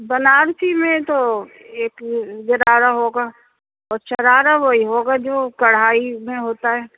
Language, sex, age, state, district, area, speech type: Urdu, female, 45-60, Uttar Pradesh, Rampur, urban, conversation